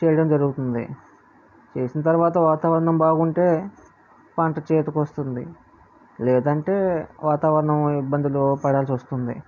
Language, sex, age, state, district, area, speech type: Telugu, male, 18-30, Andhra Pradesh, Visakhapatnam, rural, spontaneous